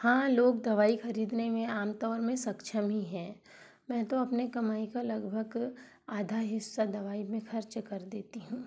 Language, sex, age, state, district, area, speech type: Hindi, female, 60+, Madhya Pradesh, Balaghat, rural, spontaneous